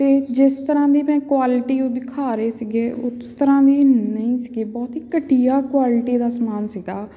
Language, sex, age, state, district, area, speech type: Punjabi, female, 18-30, Punjab, Patiala, rural, spontaneous